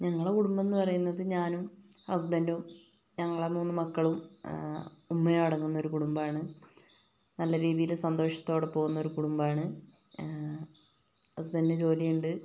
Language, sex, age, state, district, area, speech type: Malayalam, female, 30-45, Kerala, Wayanad, rural, spontaneous